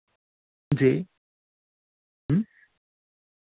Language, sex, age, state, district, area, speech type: Dogri, male, 45-60, Jammu and Kashmir, Jammu, urban, conversation